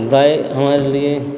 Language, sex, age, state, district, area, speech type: Hindi, male, 30-45, Madhya Pradesh, Hoshangabad, rural, spontaneous